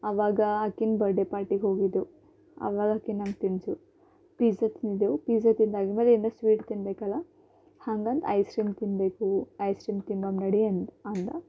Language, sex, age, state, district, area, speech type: Kannada, female, 18-30, Karnataka, Bidar, urban, spontaneous